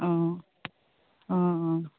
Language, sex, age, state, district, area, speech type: Assamese, female, 30-45, Assam, Sivasagar, rural, conversation